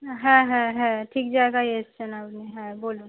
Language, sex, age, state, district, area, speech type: Bengali, female, 18-30, West Bengal, Howrah, urban, conversation